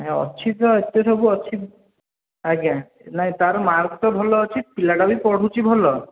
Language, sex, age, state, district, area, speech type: Odia, male, 45-60, Odisha, Dhenkanal, rural, conversation